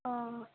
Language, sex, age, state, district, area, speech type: Bodo, female, 18-30, Assam, Udalguri, rural, conversation